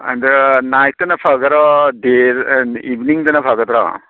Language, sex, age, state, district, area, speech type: Manipuri, male, 30-45, Manipur, Kakching, rural, conversation